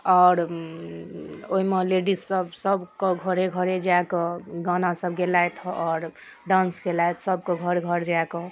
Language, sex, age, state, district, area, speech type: Maithili, female, 18-30, Bihar, Darbhanga, rural, spontaneous